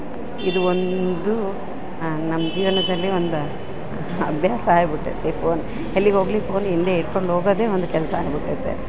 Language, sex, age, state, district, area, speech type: Kannada, female, 45-60, Karnataka, Bellary, urban, spontaneous